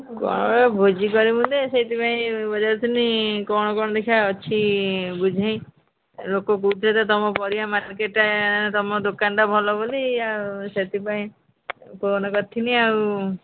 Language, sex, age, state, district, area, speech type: Odia, female, 45-60, Odisha, Angul, rural, conversation